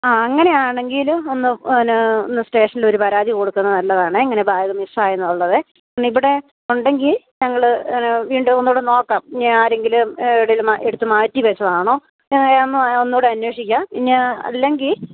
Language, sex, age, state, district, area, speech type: Malayalam, female, 30-45, Kerala, Idukki, rural, conversation